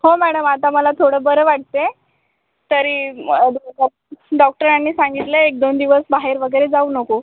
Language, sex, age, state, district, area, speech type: Marathi, female, 18-30, Maharashtra, Buldhana, urban, conversation